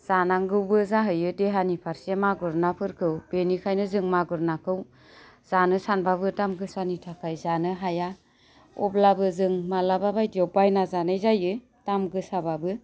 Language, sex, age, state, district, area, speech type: Bodo, female, 30-45, Assam, Baksa, rural, spontaneous